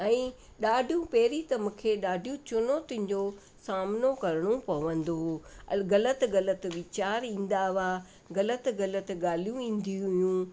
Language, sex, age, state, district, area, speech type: Sindhi, female, 60+, Rajasthan, Ajmer, urban, spontaneous